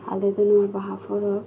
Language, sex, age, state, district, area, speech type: Santali, female, 18-30, West Bengal, Birbhum, rural, spontaneous